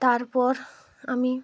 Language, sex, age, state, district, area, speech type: Bengali, female, 45-60, West Bengal, Hooghly, urban, spontaneous